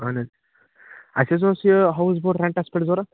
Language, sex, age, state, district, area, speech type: Kashmiri, male, 45-60, Jammu and Kashmir, Budgam, urban, conversation